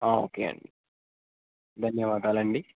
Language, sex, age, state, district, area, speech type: Telugu, male, 18-30, Andhra Pradesh, Eluru, urban, conversation